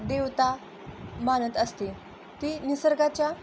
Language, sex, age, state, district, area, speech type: Marathi, female, 18-30, Maharashtra, Osmanabad, rural, spontaneous